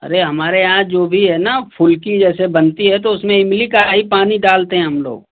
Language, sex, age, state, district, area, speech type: Hindi, male, 30-45, Uttar Pradesh, Mau, urban, conversation